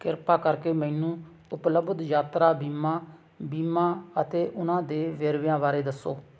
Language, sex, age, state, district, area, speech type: Punjabi, male, 45-60, Punjab, Hoshiarpur, rural, read